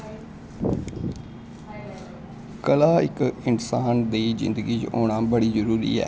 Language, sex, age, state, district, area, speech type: Dogri, male, 18-30, Jammu and Kashmir, Kathua, rural, spontaneous